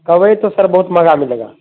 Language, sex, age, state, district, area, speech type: Urdu, male, 30-45, Bihar, Khagaria, rural, conversation